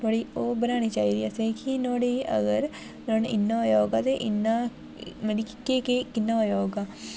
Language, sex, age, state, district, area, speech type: Dogri, female, 18-30, Jammu and Kashmir, Jammu, rural, spontaneous